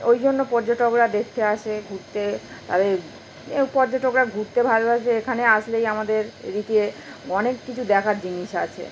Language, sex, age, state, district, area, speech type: Bengali, female, 30-45, West Bengal, Kolkata, urban, spontaneous